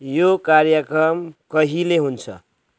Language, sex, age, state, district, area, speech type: Nepali, male, 45-60, West Bengal, Kalimpong, rural, read